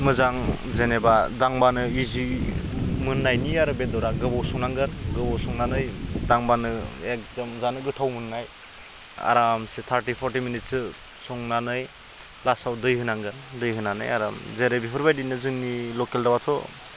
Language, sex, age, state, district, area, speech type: Bodo, male, 18-30, Assam, Udalguri, rural, spontaneous